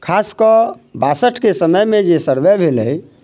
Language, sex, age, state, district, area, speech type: Maithili, male, 30-45, Bihar, Muzaffarpur, rural, spontaneous